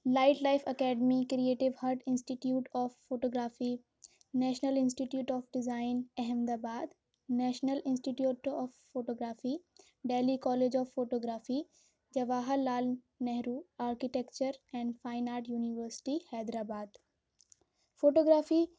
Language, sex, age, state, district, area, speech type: Urdu, female, 18-30, Uttar Pradesh, Aligarh, urban, spontaneous